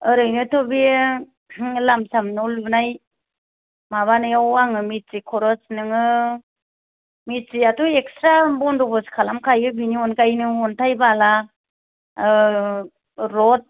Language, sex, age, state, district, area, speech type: Bodo, female, 45-60, Assam, Kokrajhar, rural, conversation